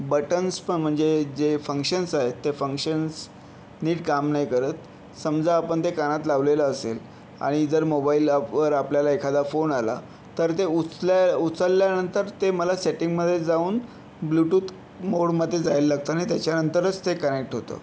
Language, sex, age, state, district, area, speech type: Marathi, male, 30-45, Maharashtra, Yavatmal, urban, spontaneous